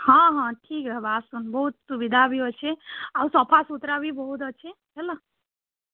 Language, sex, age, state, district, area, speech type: Odia, female, 60+, Odisha, Boudh, rural, conversation